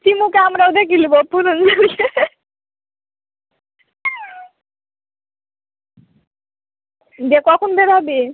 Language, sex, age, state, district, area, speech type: Bengali, female, 18-30, West Bengal, Murshidabad, rural, conversation